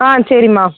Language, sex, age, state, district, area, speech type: Tamil, female, 18-30, Tamil Nadu, Thanjavur, rural, conversation